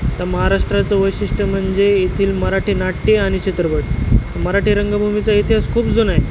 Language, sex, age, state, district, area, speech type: Marathi, male, 18-30, Maharashtra, Nanded, rural, spontaneous